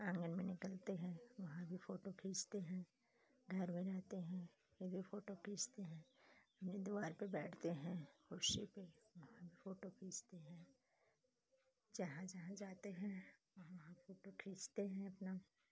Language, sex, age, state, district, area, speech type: Hindi, female, 45-60, Uttar Pradesh, Pratapgarh, rural, spontaneous